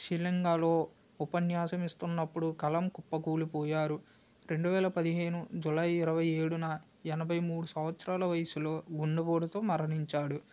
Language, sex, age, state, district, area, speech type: Telugu, male, 45-60, Andhra Pradesh, West Godavari, rural, spontaneous